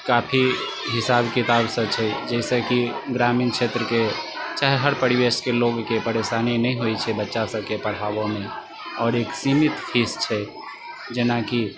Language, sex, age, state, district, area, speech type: Maithili, male, 45-60, Bihar, Sitamarhi, urban, spontaneous